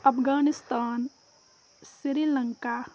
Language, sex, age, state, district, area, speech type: Kashmiri, female, 18-30, Jammu and Kashmir, Kupwara, rural, spontaneous